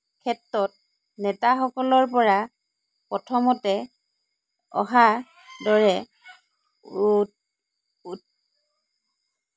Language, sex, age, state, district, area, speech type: Assamese, female, 30-45, Assam, Lakhimpur, rural, spontaneous